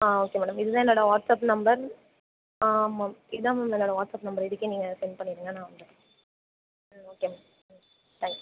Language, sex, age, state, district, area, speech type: Tamil, female, 18-30, Tamil Nadu, Viluppuram, urban, conversation